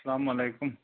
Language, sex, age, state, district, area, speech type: Kashmiri, male, 18-30, Jammu and Kashmir, Anantnag, rural, conversation